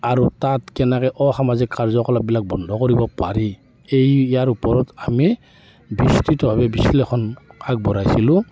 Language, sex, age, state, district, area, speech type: Assamese, male, 45-60, Assam, Barpeta, rural, spontaneous